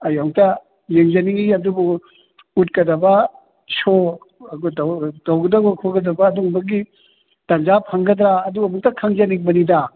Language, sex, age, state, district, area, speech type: Manipuri, male, 60+, Manipur, Thoubal, rural, conversation